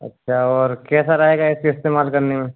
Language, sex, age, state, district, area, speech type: Hindi, male, 30-45, Madhya Pradesh, Seoni, urban, conversation